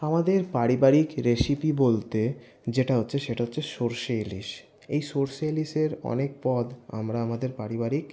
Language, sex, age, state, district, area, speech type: Bengali, male, 60+, West Bengal, Paschim Bardhaman, urban, spontaneous